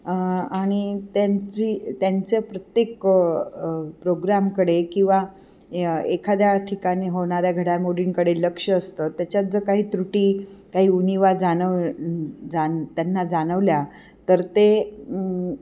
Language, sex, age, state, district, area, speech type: Marathi, female, 45-60, Maharashtra, Nashik, urban, spontaneous